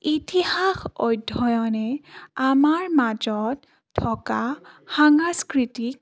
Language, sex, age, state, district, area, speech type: Assamese, female, 18-30, Assam, Charaideo, urban, spontaneous